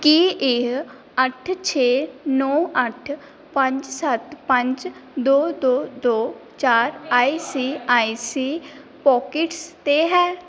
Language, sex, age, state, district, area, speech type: Punjabi, female, 18-30, Punjab, Pathankot, urban, read